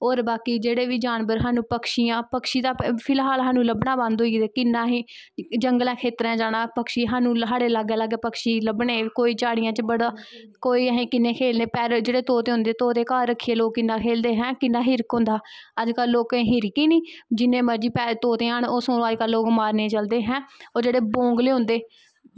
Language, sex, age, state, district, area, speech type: Dogri, female, 18-30, Jammu and Kashmir, Kathua, rural, spontaneous